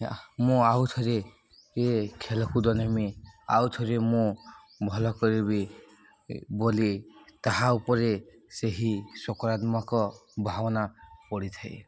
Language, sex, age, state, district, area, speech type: Odia, male, 18-30, Odisha, Balangir, urban, spontaneous